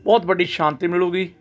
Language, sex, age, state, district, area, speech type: Punjabi, male, 60+, Punjab, Hoshiarpur, urban, spontaneous